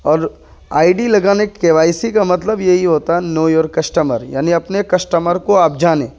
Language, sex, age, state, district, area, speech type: Urdu, male, 18-30, Bihar, Purnia, rural, spontaneous